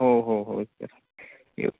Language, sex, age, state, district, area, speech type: Marathi, male, 18-30, Maharashtra, Sindhudurg, rural, conversation